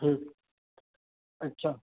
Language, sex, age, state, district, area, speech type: Sindhi, male, 18-30, Maharashtra, Thane, urban, conversation